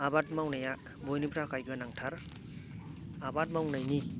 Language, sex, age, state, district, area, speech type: Bodo, male, 45-60, Assam, Kokrajhar, rural, spontaneous